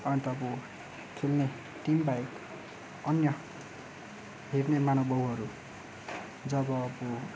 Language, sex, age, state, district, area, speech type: Nepali, male, 18-30, West Bengal, Darjeeling, rural, spontaneous